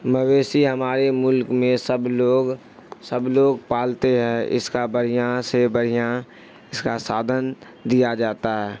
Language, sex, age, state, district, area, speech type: Urdu, male, 18-30, Bihar, Supaul, rural, spontaneous